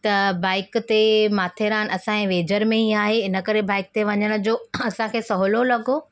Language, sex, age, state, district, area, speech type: Sindhi, female, 30-45, Maharashtra, Thane, urban, spontaneous